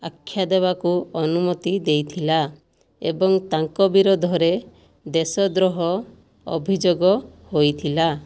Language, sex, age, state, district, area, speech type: Odia, female, 60+, Odisha, Kandhamal, rural, read